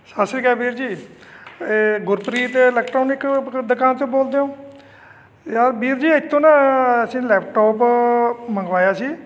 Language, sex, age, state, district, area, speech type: Punjabi, male, 45-60, Punjab, Fatehgarh Sahib, urban, spontaneous